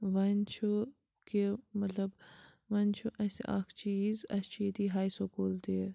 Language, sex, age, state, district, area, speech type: Kashmiri, female, 30-45, Jammu and Kashmir, Bandipora, rural, spontaneous